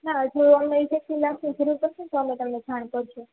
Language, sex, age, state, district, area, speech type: Gujarati, female, 18-30, Gujarat, Junagadh, rural, conversation